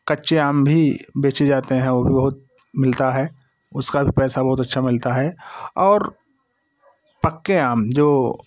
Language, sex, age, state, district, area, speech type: Hindi, male, 60+, Uttar Pradesh, Jaunpur, rural, spontaneous